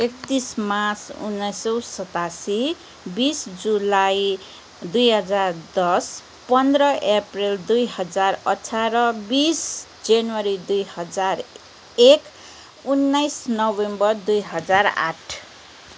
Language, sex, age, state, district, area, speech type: Nepali, female, 30-45, West Bengal, Kalimpong, rural, spontaneous